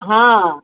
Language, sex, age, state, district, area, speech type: Odia, female, 60+, Odisha, Gajapati, rural, conversation